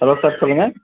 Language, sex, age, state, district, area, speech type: Tamil, male, 18-30, Tamil Nadu, Dharmapuri, rural, conversation